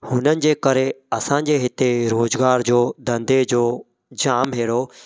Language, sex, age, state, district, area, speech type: Sindhi, male, 30-45, Gujarat, Kutch, rural, spontaneous